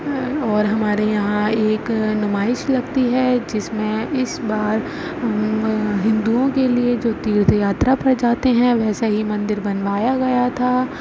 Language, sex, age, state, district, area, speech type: Urdu, female, 30-45, Uttar Pradesh, Aligarh, rural, spontaneous